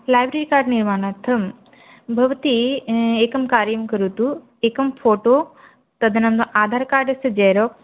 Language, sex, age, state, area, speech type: Sanskrit, female, 18-30, Tripura, rural, conversation